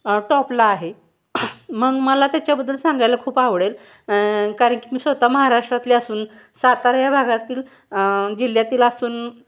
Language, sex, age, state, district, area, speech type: Marathi, female, 18-30, Maharashtra, Satara, urban, spontaneous